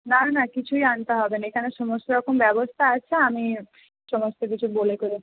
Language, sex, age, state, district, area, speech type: Bengali, female, 18-30, West Bengal, Howrah, urban, conversation